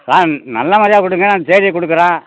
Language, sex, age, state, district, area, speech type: Tamil, male, 60+, Tamil Nadu, Ariyalur, rural, conversation